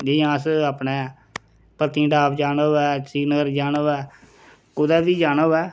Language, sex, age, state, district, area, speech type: Dogri, male, 30-45, Jammu and Kashmir, Reasi, rural, spontaneous